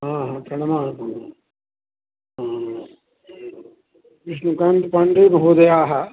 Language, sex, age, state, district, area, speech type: Sanskrit, male, 60+, Bihar, Madhubani, urban, conversation